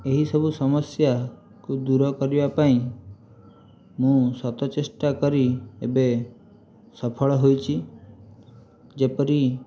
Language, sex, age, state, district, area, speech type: Odia, male, 18-30, Odisha, Jajpur, rural, spontaneous